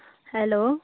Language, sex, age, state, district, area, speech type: Nepali, female, 30-45, West Bengal, Kalimpong, rural, conversation